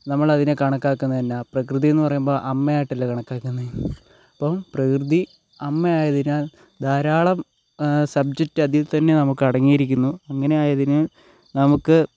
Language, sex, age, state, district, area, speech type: Malayalam, male, 18-30, Kerala, Kottayam, rural, spontaneous